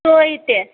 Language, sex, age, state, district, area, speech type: Gujarati, female, 18-30, Gujarat, Rajkot, urban, conversation